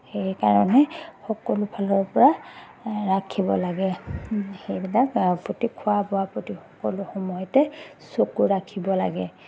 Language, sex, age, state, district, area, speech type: Assamese, female, 30-45, Assam, Majuli, urban, spontaneous